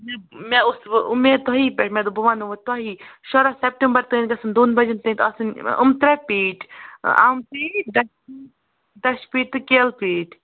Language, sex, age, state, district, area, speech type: Kashmiri, male, 30-45, Jammu and Kashmir, Baramulla, rural, conversation